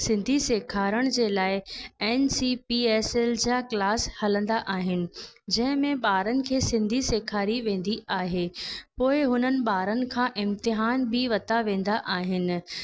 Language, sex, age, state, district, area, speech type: Sindhi, female, 30-45, Rajasthan, Ajmer, urban, spontaneous